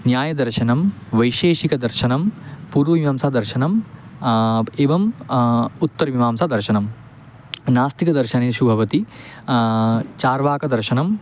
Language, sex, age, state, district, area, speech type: Sanskrit, male, 18-30, West Bengal, Paschim Medinipur, urban, spontaneous